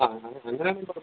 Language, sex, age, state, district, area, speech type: Malayalam, male, 30-45, Kerala, Idukki, rural, conversation